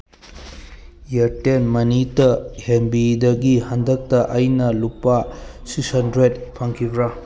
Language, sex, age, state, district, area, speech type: Manipuri, male, 30-45, Manipur, Kangpokpi, urban, read